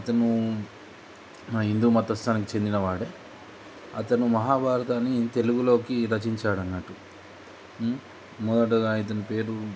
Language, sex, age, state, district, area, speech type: Telugu, male, 30-45, Telangana, Nizamabad, urban, spontaneous